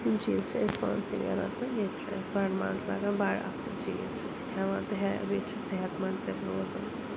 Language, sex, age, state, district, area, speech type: Kashmiri, female, 45-60, Jammu and Kashmir, Srinagar, urban, spontaneous